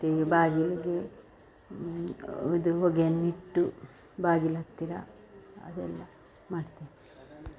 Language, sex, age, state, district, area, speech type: Kannada, female, 45-60, Karnataka, Dakshina Kannada, rural, spontaneous